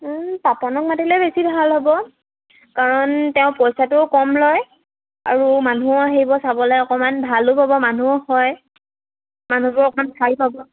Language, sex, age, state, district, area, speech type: Assamese, female, 18-30, Assam, Sivasagar, rural, conversation